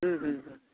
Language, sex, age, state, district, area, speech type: Bengali, male, 30-45, West Bengal, Jalpaiguri, rural, conversation